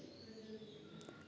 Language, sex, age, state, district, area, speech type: Malayalam, female, 30-45, Kerala, Kasaragod, urban, spontaneous